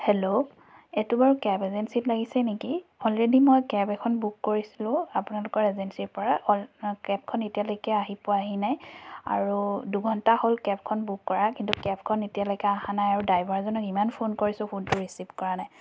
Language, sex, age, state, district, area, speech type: Assamese, female, 30-45, Assam, Biswanath, rural, spontaneous